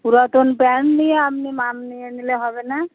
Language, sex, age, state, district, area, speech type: Bengali, female, 45-60, West Bengal, Uttar Dinajpur, urban, conversation